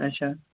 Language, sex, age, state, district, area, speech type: Kashmiri, male, 30-45, Jammu and Kashmir, Kupwara, rural, conversation